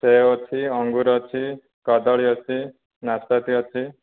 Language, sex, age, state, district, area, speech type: Odia, male, 30-45, Odisha, Jajpur, rural, conversation